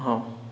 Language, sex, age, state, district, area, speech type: Odia, male, 18-30, Odisha, Rayagada, urban, spontaneous